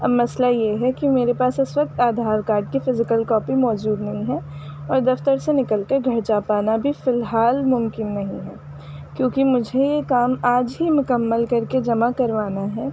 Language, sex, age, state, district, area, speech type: Urdu, female, 18-30, Delhi, North East Delhi, urban, spontaneous